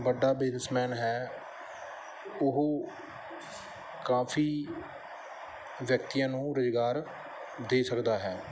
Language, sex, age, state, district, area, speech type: Punjabi, male, 30-45, Punjab, Bathinda, urban, spontaneous